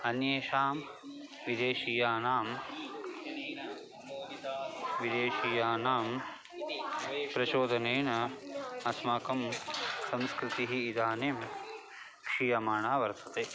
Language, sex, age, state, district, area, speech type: Sanskrit, male, 30-45, Karnataka, Bangalore Urban, urban, spontaneous